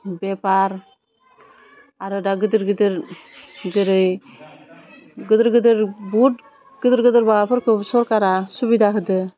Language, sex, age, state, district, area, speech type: Bodo, female, 45-60, Assam, Udalguri, urban, spontaneous